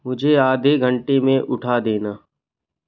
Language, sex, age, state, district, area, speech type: Hindi, male, 18-30, Madhya Pradesh, Jabalpur, urban, read